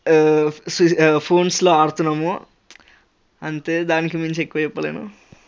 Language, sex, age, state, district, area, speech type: Telugu, male, 18-30, Telangana, Ranga Reddy, urban, spontaneous